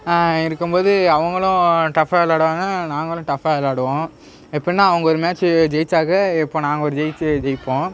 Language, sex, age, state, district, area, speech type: Tamil, male, 18-30, Tamil Nadu, Nagapattinam, rural, spontaneous